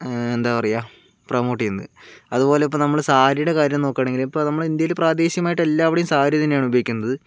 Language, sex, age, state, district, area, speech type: Malayalam, male, 30-45, Kerala, Palakkad, rural, spontaneous